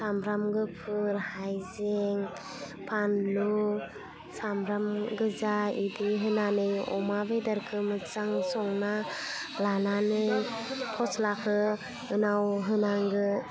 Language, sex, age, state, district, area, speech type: Bodo, female, 30-45, Assam, Udalguri, rural, spontaneous